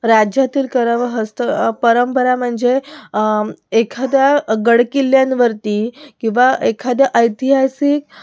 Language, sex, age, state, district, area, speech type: Marathi, female, 18-30, Maharashtra, Sindhudurg, urban, spontaneous